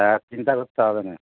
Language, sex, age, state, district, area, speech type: Bengali, male, 60+, West Bengal, Hooghly, rural, conversation